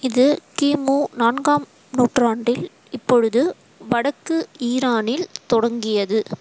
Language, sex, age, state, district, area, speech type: Tamil, female, 18-30, Tamil Nadu, Ranipet, rural, read